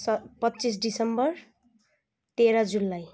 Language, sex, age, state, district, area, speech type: Nepali, female, 30-45, West Bengal, Kalimpong, rural, spontaneous